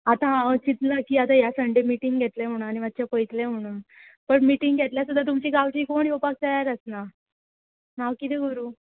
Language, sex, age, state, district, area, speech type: Goan Konkani, female, 18-30, Goa, Quepem, rural, conversation